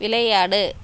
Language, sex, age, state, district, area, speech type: Tamil, female, 60+, Tamil Nadu, Tiruvarur, urban, read